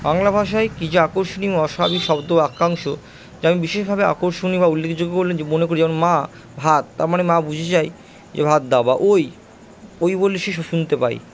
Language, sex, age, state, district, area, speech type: Bengali, female, 30-45, West Bengal, Purba Bardhaman, urban, spontaneous